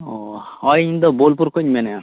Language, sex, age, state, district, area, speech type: Santali, male, 18-30, West Bengal, Birbhum, rural, conversation